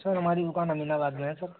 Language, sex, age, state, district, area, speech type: Hindi, male, 30-45, Uttar Pradesh, Hardoi, rural, conversation